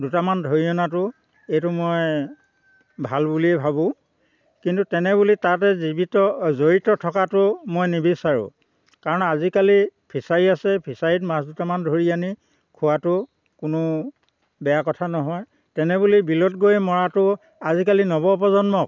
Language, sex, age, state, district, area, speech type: Assamese, male, 60+, Assam, Dhemaji, rural, spontaneous